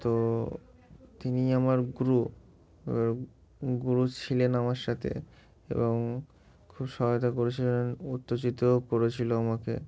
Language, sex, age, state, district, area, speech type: Bengali, male, 18-30, West Bengal, Murshidabad, urban, spontaneous